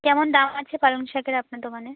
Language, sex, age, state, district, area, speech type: Bengali, female, 30-45, West Bengal, South 24 Parganas, rural, conversation